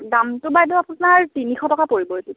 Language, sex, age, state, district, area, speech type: Assamese, female, 30-45, Assam, Golaghat, urban, conversation